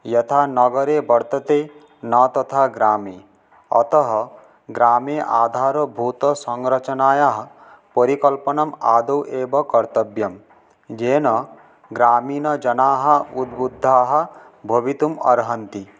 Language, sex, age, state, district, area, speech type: Sanskrit, male, 18-30, West Bengal, Paschim Medinipur, urban, spontaneous